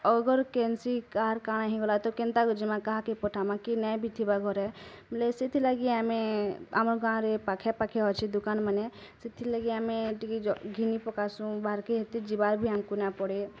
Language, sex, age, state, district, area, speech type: Odia, female, 18-30, Odisha, Bargarh, rural, spontaneous